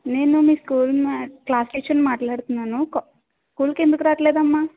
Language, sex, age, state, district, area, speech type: Telugu, female, 18-30, Andhra Pradesh, Kakinada, urban, conversation